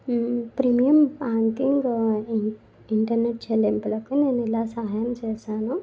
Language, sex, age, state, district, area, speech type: Telugu, female, 18-30, Telangana, Sangareddy, urban, spontaneous